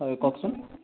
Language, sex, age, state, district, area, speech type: Assamese, male, 30-45, Assam, Sonitpur, rural, conversation